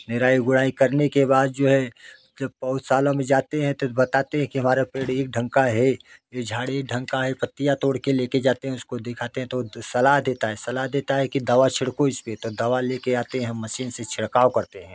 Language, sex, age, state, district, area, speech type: Hindi, male, 45-60, Uttar Pradesh, Jaunpur, rural, spontaneous